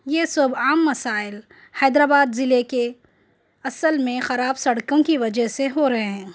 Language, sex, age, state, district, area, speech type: Urdu, female, 30-45, Telangana, Hyderabad, urban, spontaneous